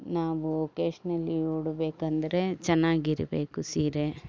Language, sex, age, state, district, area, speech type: Kannada, female, 60+, Karnataka, Bangalore Urban, rural, spontaneous